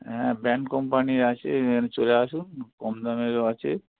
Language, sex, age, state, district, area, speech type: Bengali, male, 45-60, West Bengal, Hooghly, rural, conversation